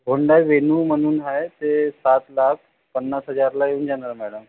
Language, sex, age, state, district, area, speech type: Marathi, male, 45-60, Maharashtra, Nagpur, urban, conversation